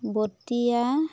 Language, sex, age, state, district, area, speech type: Assamese, female, 30-45, Assam, Biswanath, rural, spontaneous